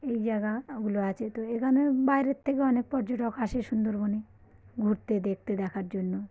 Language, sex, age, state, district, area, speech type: Bengali, female, 45-60, West Bengal, South 24 Parganas, rural, spontaneous